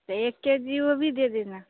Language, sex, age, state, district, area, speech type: Hindi, female, 45-60, Bihar, Samastipur, rural, conversation